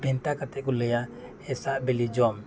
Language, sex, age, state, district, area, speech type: Santali, male, 30-45, West Bengal, Birbhum, rural, spontaneous